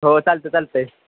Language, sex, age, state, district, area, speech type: Marathi, male, 18-30, Maharashtra, Satara, urban, conversation